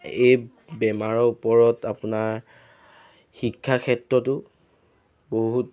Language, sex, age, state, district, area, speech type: Assamese, male, 18-30, Assam, Jorhat, urban, spontaneous